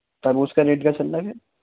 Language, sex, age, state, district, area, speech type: Urdu, male, 18-30, Delhi, East Delhi, urban, conversation